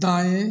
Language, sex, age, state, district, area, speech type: Hindi, male, 60+, Uttar Pradesh, Azamgarh, rural, read